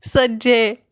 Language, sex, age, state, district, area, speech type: Dogri, female, 18-30, Jammu and Kashmir, Samba, urban, read